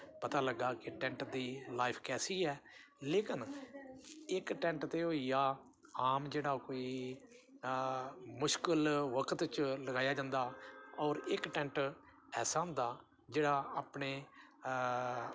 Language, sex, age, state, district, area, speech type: Dogri, male, 60+, Jammu and Kashmir, Udhampur, rural, spontaneous